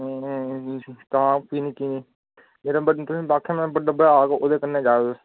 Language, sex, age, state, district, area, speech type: Dogri, male, 18-30, Jammu and Kashmir, Udhampur, rural, conversation